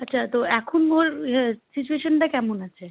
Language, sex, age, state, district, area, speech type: Bengali, female, 18-30, West Bengal, Malda, rural, conversation